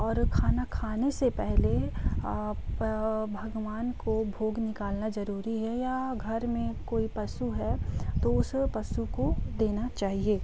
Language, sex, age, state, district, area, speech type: Hindi, female, 18-30, Madhya Pradesh, Katni, urban, spontaneous